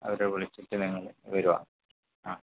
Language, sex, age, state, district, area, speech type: Malayalam, male, 30-45, Kerala, Kasaragod, urban, conversation